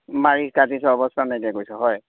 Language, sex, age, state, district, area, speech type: Assamese, male, 30-45, Assam, Sivasagar, rural, conversation